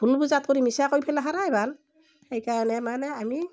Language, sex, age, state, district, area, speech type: Assamese, female, 45-60, Assam, Barpeta, rural, spontaneous